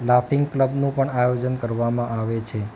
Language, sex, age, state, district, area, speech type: Gujarati, male, 30-45, Gujarat, Ahmedabad, urban, spontaneous